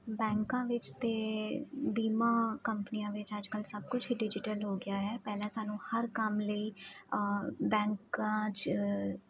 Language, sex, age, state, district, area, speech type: Punjabi, female, 30-45, Punjab, Jalandhar, urban, spontaneous